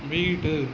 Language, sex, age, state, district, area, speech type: Tamil, male, 45-60, Tamil Nadu, Pudukkottai, rural, read